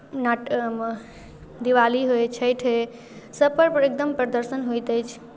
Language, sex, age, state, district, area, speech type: Maithili, female, 18-30, Bihar, Darbhanga, rural, spontaneous